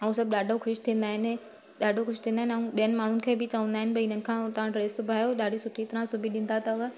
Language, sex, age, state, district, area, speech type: Sindhi, female, 30-45, Gujarat, Surat, urban, spontaneous